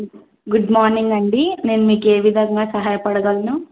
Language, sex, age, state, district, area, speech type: Telugu, female, 18-30, Telangana, Bhadradri Kothagudem, rural, conversation